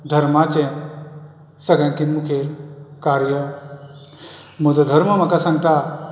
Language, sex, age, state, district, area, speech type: Goan Konkani, male, 45-60, Goa, Bardez, rural, spontaneous